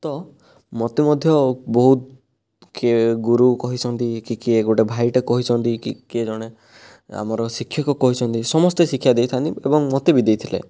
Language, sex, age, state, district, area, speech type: Odia, male, 30-45, Odisha, Kandhamal, rural, spontaneous